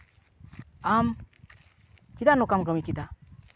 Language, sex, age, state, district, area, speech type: Santali, male, 18-30, West Bengal, Purba Bardhaman, rural, spontaneous